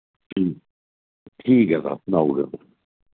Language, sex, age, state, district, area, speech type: Dogri, male, 60+, Jammu and Kashmir, Reasi, rural, conversation